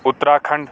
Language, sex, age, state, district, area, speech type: Kashmiri, male, 18-30, Jammu and Kashmir, Kulgam, rural, spontaneous